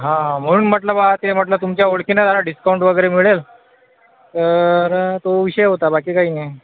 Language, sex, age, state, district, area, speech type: Marathi, male, 30-45, Maharashtra, Akola, urban, conversation